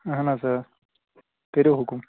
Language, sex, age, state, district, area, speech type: Kashmiri, male, 30-45, Jammu and Kashmir, Anantnag, rural, conversation